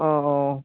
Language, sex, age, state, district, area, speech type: Bengali, male, 18-30, West Bengal, Uttar Dinajpur, urban, conversation